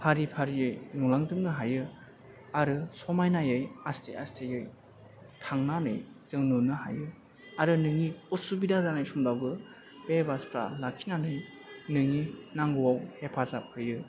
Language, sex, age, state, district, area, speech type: Bodo, male, 18-30, Assam, Chirang, rural, spontaneous